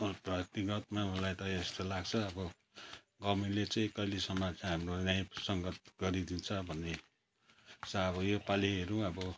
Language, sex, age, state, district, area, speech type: Nepali, male, 60+, West Bengal, Kalimpong, rural, spontaneous